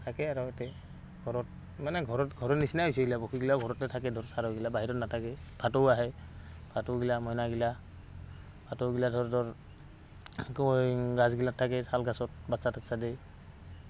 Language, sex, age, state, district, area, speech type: Assamese, male, 18-30, Assam, Goalpara, rural, spontaneous